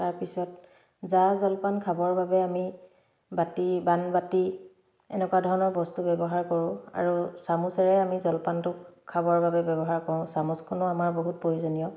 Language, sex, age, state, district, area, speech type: Assamese, female, 30-45, Assam, Dhemaji, urban, spontaneous